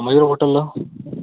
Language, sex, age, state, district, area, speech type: Kannada, male, 18-30, Karnataka, Bellary, rural, conversation